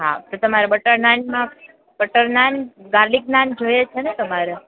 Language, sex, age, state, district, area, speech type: Gujarati, female, 18-30, Gujarat, Junagadh, rural, conversation